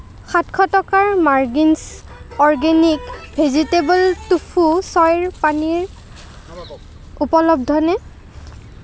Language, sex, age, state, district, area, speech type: Assamese, female, 30-45, Assam, Kamrup Metropolitan, urban, read